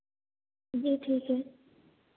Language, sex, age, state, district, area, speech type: Hindi, female, 18-30, Uttar Pradesh, Varanasi, urban, conversation